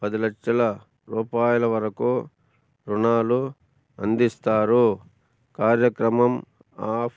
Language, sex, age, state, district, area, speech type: Telugu, male, 45-60, Andhra Pradesh, Annamaya, rural, spontaneous